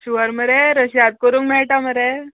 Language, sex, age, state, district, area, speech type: Goan Konkani, female, 18-30, Goa, Canacona, rural, conversation